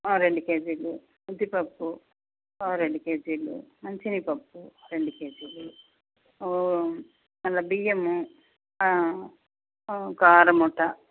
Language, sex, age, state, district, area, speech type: Telugu, female, 45-60, Andhra Pradesh, Sri Balaji, rural, conversation